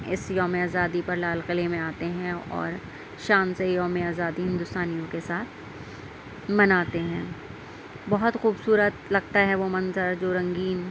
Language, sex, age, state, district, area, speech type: Urdu, female, 30-45, Delhi, Central Delhi, urban, spontaneous